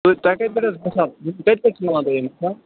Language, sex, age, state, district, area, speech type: Kashmiri, male, 30-45, Jammu and Kashmir, Bandipora, rural, conversation